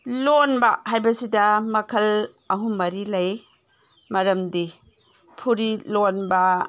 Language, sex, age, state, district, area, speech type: Manipuri, female, 60+, Manipur, Imphal East, rural, spontaneous